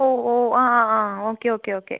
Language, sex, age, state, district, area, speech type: Malayalam, female, 18-30, Kerala, Kannur, rural, conversation